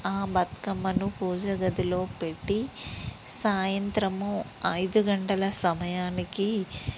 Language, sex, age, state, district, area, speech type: Telugu, female, 30-45, Telangana, Peddapalli, rural, spontaneous